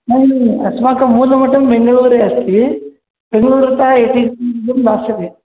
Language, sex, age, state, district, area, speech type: Sanskrit, male, 30-45, Karnataka, Vijayapura, urban, conversation